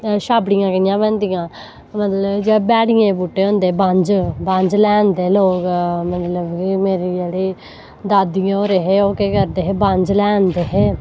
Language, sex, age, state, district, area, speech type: Dogri, female, 18-30, Jammu and Kashmir, Samba, rural, spontaneous